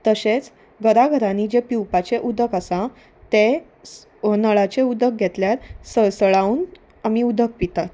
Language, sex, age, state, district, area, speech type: Goan Konkani, female, 30-45, Goa, Salcete, rural, spontaneous